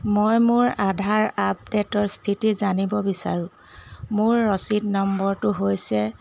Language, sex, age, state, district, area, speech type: Assamese, female, 30-45, Assam, Jorhat, urban, read